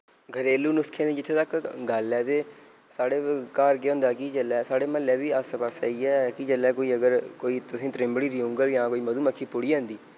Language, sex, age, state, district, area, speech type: Dogri, male, 18-30, Jammu and Kashmir, Reasi, rural, spontaneous